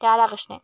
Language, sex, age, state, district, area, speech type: Malayalam, male, 45-60, Kerala, Kozhikode, urban, spontaneous